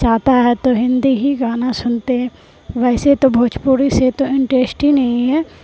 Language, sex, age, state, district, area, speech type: Urdu, female, 18-30, Bihar, Supaul, rural, spontaneous